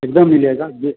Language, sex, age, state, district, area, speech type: Hindi, male, 45-60, Bihar, Begusarai, rural, conversation